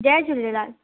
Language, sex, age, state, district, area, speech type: Sindhi, female, 18-30, Delhi, South Delhi, urban, conversation